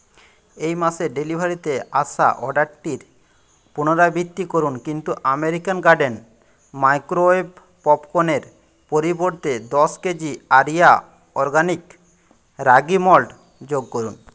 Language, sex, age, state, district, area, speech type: Bengali, male, 30-45, West Bengal, Jhargram, rural, read